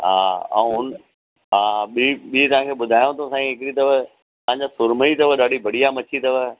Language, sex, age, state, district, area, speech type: Sindhi, male, 45-60, Delhi, South Delhi, urban, conversation